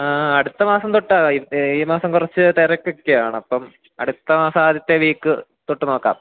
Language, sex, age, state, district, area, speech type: Malayalam, male, 18-30, Kerala, Idukki, rural, conversation